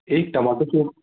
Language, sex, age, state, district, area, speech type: Hindi, male, 30-45, Madhya Pradesh, Gwalior, rural, conversation